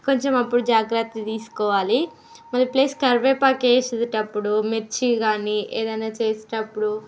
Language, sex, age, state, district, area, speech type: Telugu, female, 18-30, Telangana, Mancherial, rural, spontaneous